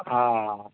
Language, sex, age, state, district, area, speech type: Gujarati, male, 45-60, Gujarat, Ahmedabad, urban, conversation